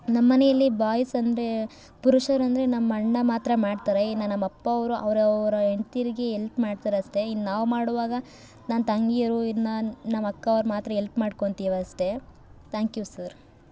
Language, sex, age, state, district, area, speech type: Kannada, female, 18-30, Karnataka, Chikkaballapur, rural, spontaneous